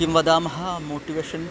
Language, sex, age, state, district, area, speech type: Sanskrit, male, 45-60, Kerala, Kollam, rural, spontaneous